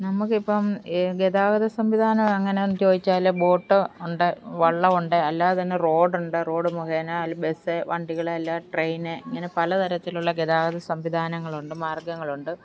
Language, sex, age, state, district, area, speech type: Malayalam, female, 45-60, Kerala, Alappuzha, rural, spontaneous